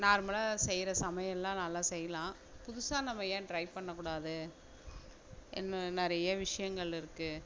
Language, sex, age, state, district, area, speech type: Tamil, female, 60+, Tamil Nadu, Mayiladuthurai, rural, spontaneous